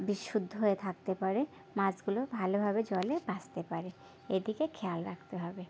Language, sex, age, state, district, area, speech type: Bengali, female, 18-30, West Bengal, Birbhum, urban, spontaneous